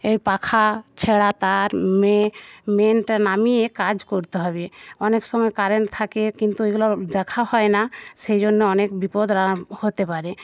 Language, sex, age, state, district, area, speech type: Bengali, female, 45-60, West Bengal, Paschim Medinipur, rural, spontaneous